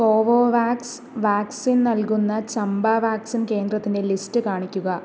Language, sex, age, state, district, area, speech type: Malayalam, female, 45-60, Kerala, Palakkad, rural, read